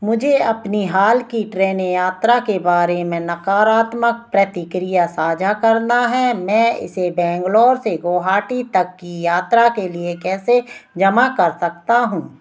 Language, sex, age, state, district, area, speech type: Hindi, female, 45-60, Madhya Pradesh, Narsinghpur, rural, read